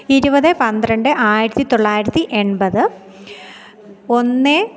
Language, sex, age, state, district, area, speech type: Malayalam, female, 30-45, Kerala, Thiruvananthapuram, rural, spontaneous